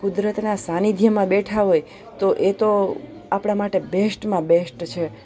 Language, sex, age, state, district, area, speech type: Gujarati, female, 45-60, Gujarat, Junagadh, urban, spontaneous